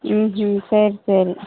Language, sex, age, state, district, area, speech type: Tamil, female, 30-45, Tamil Nadu, Tirupattur, rural, conversation